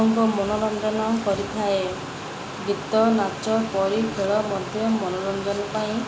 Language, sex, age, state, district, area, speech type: Odia, female, 30-45, Odisha, Sundergarh, urban, spontaneous